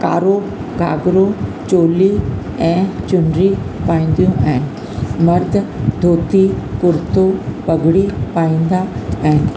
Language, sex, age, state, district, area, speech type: Sindhi, female, 60+, Uttar Pradesh, Lucknow, rural, spontaneous